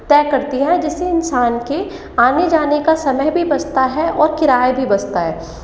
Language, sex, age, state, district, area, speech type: Hindi, female, 18-30, Rajasthan, Jaipur, urban, spontaneous